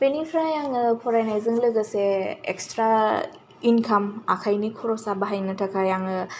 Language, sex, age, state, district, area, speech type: Bodo, female, 18-30, Assam, Kokrajhar, urban, spontaneous